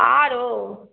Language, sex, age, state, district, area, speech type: Maithili, female, 60+, Bihar, Sitamarhi, rural, conversation